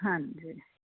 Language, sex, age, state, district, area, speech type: Punjabi, female, 30-45, Punjab, Firozpur, rural, conversation